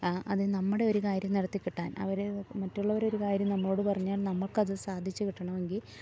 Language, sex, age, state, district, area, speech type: Malayalam, female, 30-45, Kerala, Idukki, rural, spontaneous